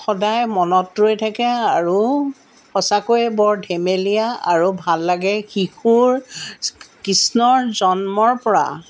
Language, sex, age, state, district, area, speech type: Assamese, female, 60+, Assam, Jorhat, urban, spontaneous